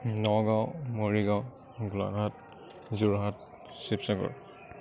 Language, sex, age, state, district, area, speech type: Assamese, male, 18-30, Assam, Kamrup Metropolitan, urban, spontaneous